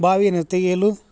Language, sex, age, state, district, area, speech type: Kannada, male, 45-60, Karnataka, Gadag, rural, spontaneous